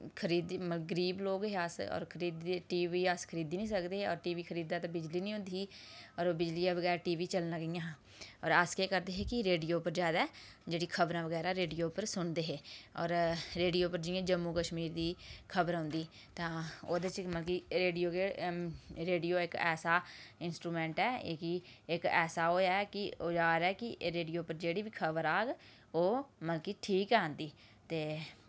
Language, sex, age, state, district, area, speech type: Dogri, female, 30-45, Jammu and Kashmir, Udhampur, rural, spontaneous